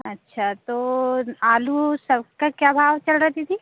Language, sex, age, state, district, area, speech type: Hindi, female, 30-45, Madhya Pradesh, Seoni, urban, conversation